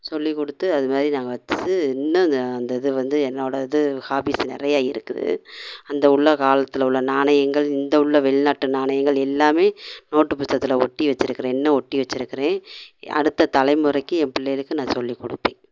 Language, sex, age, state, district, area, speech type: Tamil, female, 45-60, Tamil Nadu, Madurai, urban, spontaneous